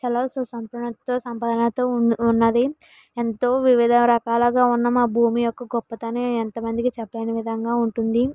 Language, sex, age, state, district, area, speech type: Telugu, female, 60+, Andhra Pradesh, Kakinada, rural, spontaneous